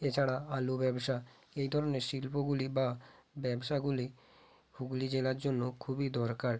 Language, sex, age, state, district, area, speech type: Bengali, male, 18-30, West Bengal, Hooghly, urban, spontaneous